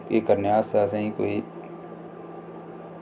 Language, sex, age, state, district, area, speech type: Dogri, male, 45-60, Jammu and Kashmir, Reasi, rural, spontaneous